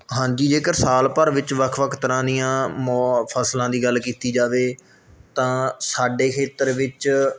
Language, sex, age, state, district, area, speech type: Punjabi, male, 18-30, Punjab, Mohali, rural, spontaneous